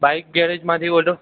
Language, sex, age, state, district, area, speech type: Gujarati, male, 60+, Gujarat, Aravalli, urban, conversation